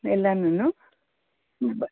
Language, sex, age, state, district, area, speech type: Kannada, female, 45-60, Karnataka, Bangalore Urban, urban, conversation